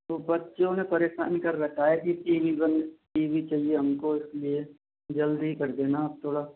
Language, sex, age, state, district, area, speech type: Hindi, male, 45-60, Rajasthan, Karauli, rural, conversation